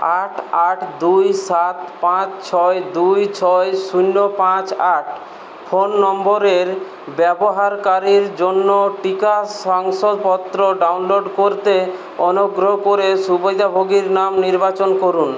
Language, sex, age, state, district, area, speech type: Bengali, male, 18-30, West Bengal, Purulia, rural, read